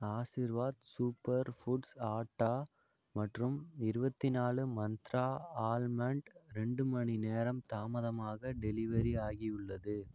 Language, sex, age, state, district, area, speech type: Tamil, male, 45-60, Tamil Nadu, Ariyalur, rural, read